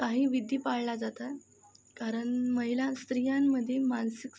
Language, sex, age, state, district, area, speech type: Marathi, female, 18-30, Maharashtra, Akola, rural, spontaneous